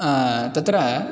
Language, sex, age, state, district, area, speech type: Sanskrit, male, 18-30, Tamil Nadu, Chennai, urban, spontaneous